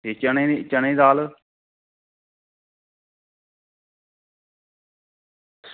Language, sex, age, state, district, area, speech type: Dogri, male, 30-45, Jammu and Kashmir, Kathua, rural, conversation